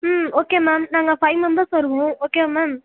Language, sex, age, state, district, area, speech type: Tamil, female, 18-30, Tamil Nadu, Thanjavur, urban, conversation